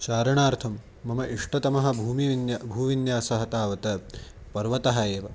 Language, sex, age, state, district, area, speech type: Sanskrit, male, 18-30, Maharashtra, Nashik, urban, spontaneous